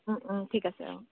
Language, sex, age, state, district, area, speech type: Assamese, female, 18-30, Assam, Sivasagar, rural, conversation